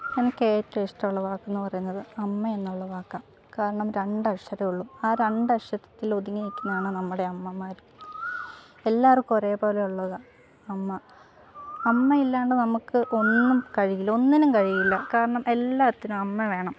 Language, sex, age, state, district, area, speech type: Malayalam, female, 18-30, Kerala, Kottayam, rural, spontaneous